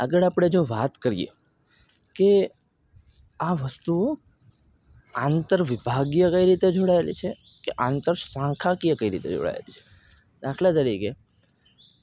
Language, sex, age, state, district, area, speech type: Gujarati, male, 18-30, Gujarat, Rajkot, urban, spontaneous